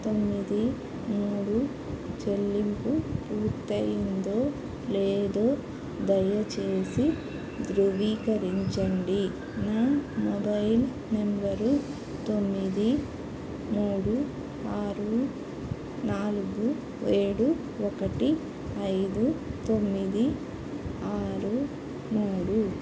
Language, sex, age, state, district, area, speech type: Telugu, female, 30-45, Andhra Pradesh, N T Rama Rao, urban, read